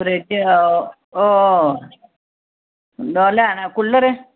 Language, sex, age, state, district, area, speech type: Dogri, female, 45-60, Jammu and Kashmir, Samba, urban, conversation